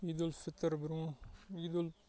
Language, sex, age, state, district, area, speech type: Kashmiri, male, 18-30, Jammu and Kashmir, Kupwara, urban, spontaneous